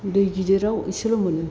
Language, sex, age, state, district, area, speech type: Bodo, female, 60+, Assam, Chirang, rural, spontaneous